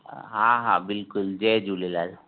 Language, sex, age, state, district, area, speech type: Sindhi, male, 60+, Maharashtra, Mumbai Suburban, urban, conversation